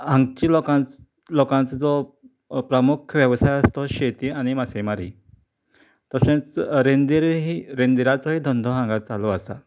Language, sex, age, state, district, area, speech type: Goan Konkani, male, 45-60, Goa, Canacona, rural, spontaneous